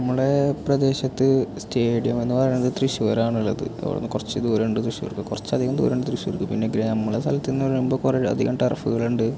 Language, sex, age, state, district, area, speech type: Malayalam, male, 18-30, Kerala, Thrissur, rural, spontaneous